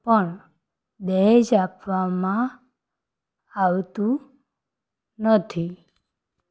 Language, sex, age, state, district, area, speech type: Gujarati, female, 18-30, Gujarat, Ahmedabad, urban, spontaneous